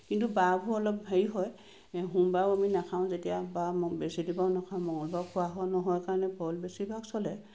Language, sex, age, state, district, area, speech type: Assamese, female, 45-60, Assam, Sivasagar, rural, spontaneous